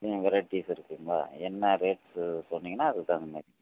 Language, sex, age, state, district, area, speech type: Tamil, male, 45-60, Tamil Nadu, Tenkasi, urban, conversation